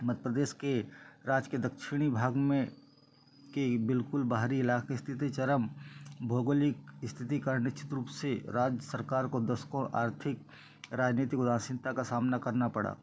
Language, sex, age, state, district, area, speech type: Hindi, male, 30-45, Madhya Pradesh, Betul, rural, spontaneous